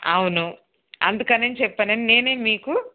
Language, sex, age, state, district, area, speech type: Telugu, female, 45-60, Andhra Pradesh, Nellore, rural, conversation